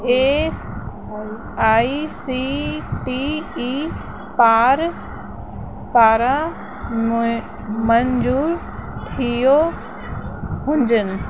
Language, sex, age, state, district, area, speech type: Sindhi, female, 30-45, Uttar Pradesh, Lucknow, rural, read